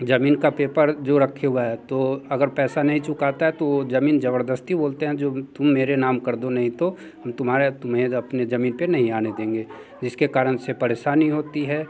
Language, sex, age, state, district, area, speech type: Hindi, male, 30-45, Bihar, Muzaffarpur, rural, spontaneous